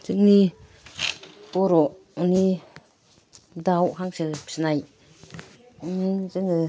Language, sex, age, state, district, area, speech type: Bodo, female, 45-60, Assam, Kokrajhar, urban, spontaneous